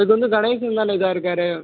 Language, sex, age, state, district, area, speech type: Tamil, male, 30-45, Tamil Nadu, Ariyalur, rural, conversation